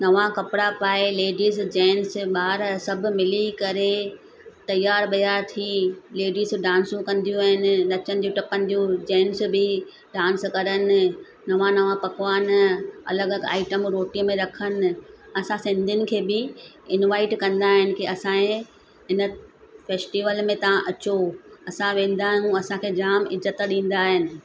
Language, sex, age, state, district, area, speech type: Sindhi, female, 45-60, Gujarat, Surat, urban, spontaneous